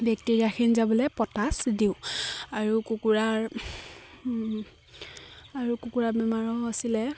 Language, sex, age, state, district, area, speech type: Assamese, female, 30-45, Assam, Charaideo, rural, spontaneous